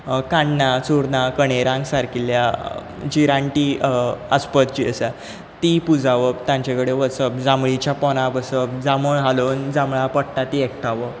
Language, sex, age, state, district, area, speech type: Goan Konkani, male, 18-30, Goa, Bardez, rural, spontaneous